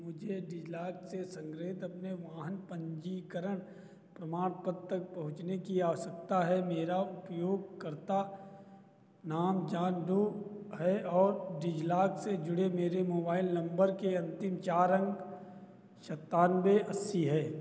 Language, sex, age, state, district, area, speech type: Hindi, male, 30-45, Uttar Pradesh, Sitapur, rural, read